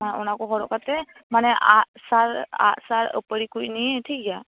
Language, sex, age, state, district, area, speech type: Santali, female, 18-30, West Bengal, Paschim Bardhaman, rural, conversation